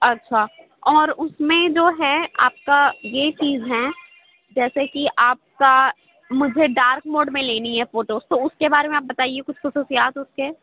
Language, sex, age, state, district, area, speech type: Urdu, female, 60+, Uttar Pradesh, Gautam Buddha Nagar, rural, conversation